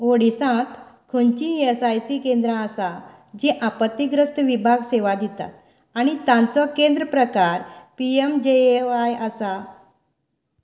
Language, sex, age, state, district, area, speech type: Goan Konkani, female, 45-60, Goa, Canacona, rural, read